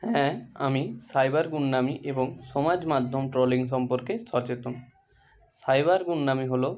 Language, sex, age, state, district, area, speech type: Bengali, male, 30-45, West Bengal, Bankura, urban, spontaneous